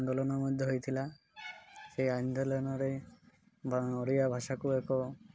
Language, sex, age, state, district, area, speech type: Odia, male, 30-45, Odisha, Malkangiri, urban, spontaneous